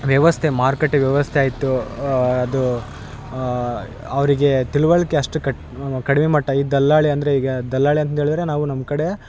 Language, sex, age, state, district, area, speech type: Kannada, male, 18-30, Karnataka, Vijayanagara, rural, spontaneous